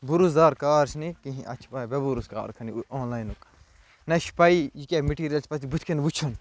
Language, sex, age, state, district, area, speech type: Kashmiri, male, 30-45, Jammu and Kashmir, Bandipora, rural, spontaneous